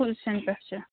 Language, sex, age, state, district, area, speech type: Kashmiri, female, 30-45, Jammu and Kashmir, Pulwama, urban, conversation